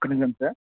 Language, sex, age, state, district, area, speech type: Telugu, male, 18-30, Telangana, Adilabad, urban, conversation